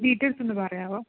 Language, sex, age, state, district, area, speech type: Malayalam, female, 30-45, Kerala, Kasaragod, rural, conversation